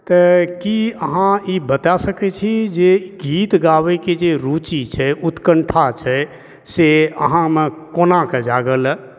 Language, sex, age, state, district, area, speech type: Maithili, female, 18-30, Bihar, Supaul, rural, spontaneous